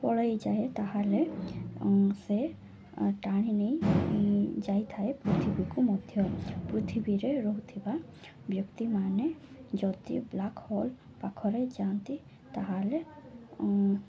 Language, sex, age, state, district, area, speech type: Odia, female, 18-30, Odisha, Koraput, urban, spontaneous